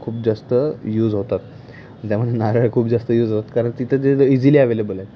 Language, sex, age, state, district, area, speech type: Marathi, male, 18-30, Maharashtra, Pune, urban, spontaneous